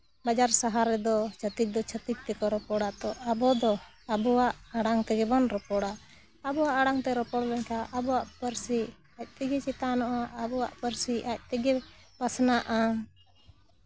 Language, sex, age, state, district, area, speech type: Santali, female, 45-60, Jharkhand, Seraikela Kharsawan, rural, spontaneous